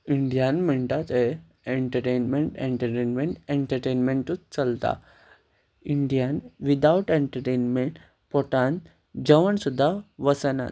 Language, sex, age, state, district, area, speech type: Goan Konkani, male, 18-30, Goa, Ponda, rural, spontaneous